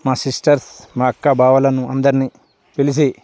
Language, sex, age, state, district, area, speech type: Telugu, male, 45-60, Telangana, Peddapalli, rural, spontaneous